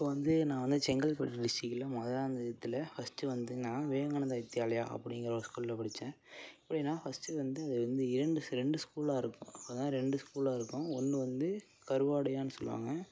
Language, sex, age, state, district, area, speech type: Tamil, male, 18-30, Tamil Nadu, Mayiladuthurai, urban, spontaneous